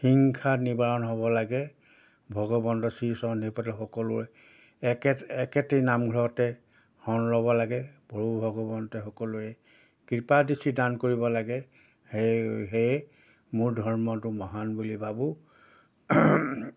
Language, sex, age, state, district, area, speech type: Assamese, male, 60+, Assam, Golaghat, urban, spontaneous